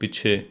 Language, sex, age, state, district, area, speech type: Punjabi, male, 30-45, Punjab, Mohali, rural, read